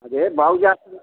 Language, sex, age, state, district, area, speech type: Telugu, male, 60+, Andhra Pradesh, Krishna, urban, conversation